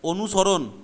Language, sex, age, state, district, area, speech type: Bengali, male, 18-30, West Bengal, Purulia, urban, read